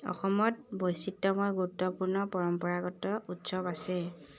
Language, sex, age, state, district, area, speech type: Assamese, female, 18-30, Assam, Dibrugarh, urban, read